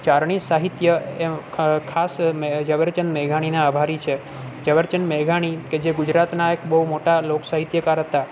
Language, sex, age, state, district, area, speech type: Gujarati, male, 30-45, Gujarat, Junagadh, urban, spontaneous